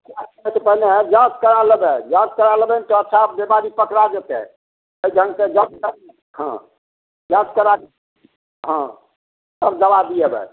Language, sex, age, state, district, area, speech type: Maithili, male, 60+, Bihar, Samastipur, rural, conversation